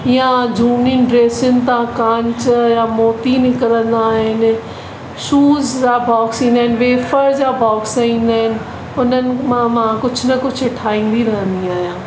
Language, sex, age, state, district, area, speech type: Sindhi, female, 45-60, Maharashtra, Mumbai Suburban, urban, spontaneous